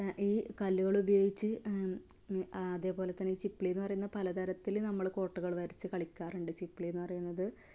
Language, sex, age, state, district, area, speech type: Malayalam, female, 18-30, Kerala, Kasaragod, rural, spontaneous